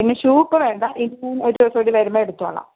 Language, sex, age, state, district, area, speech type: Malayalam, female, 30-45, Kerala, Ernakulam, rural, conversation